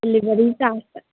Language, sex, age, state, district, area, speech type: Manipuri, female, 18-30, Manipur, Kangpokpi, urban, conversation